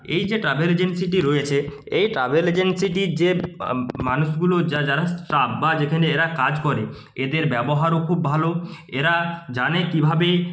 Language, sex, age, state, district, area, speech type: Bengali, male, 30-45, West Bengal, Purba Medinipur, rural, spontaneous